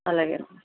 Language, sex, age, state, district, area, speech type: Telugu, female, 60+, Andhra Pradesh, Vizianagaram, rural, conversation